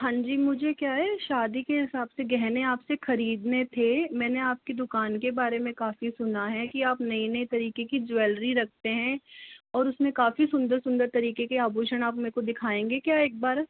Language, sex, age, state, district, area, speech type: Hindi, male, 60+, Rajasthan, Jaipur, urban, conversation